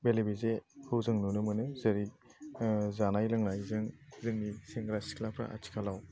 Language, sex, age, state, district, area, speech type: Bodo, male, 30-45, Assam, Chirang, rural, spontaneous